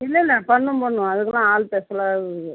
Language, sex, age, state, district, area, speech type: Tamil, female, 45-60, Tamil Nadu, Cuddalore, rural, conversation